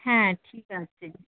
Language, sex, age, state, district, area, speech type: Bengali, female, 18-30, West Bengal, Hooghly, urban, conversation